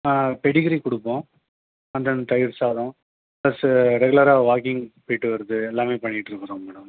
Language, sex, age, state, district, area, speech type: Tamil, male, 30-45, Tamil Nadu, Salem, urban, conversation